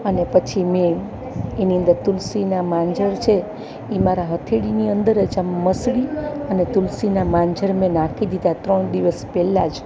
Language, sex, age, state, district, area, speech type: Gujarati, female, 60+, Gujarat, Rajkot, urban, spontaneous